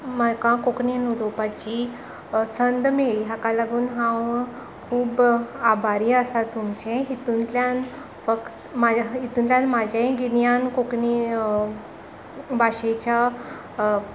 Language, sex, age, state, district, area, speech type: Goan Konkani, female, 18-30, Goa, Tiswadi, rural, spontaneous